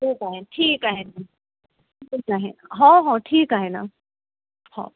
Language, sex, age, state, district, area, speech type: Marathi, female, 30-45, Maharashtra, Nagpur, rural, conversation